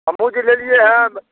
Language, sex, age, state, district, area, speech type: Maithili, male, 45-60, Bihar, Saharsa, rural, conversation